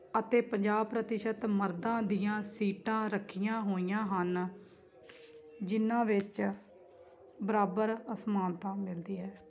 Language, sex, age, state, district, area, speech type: Punjabi, female, 18-30, Punjab, Tarn Taran, rural, spontaneous